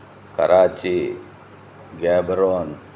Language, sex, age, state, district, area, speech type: Telugu, male, 45-60, Andhra Pradesh, N T Rama Rao, urban, spontaneous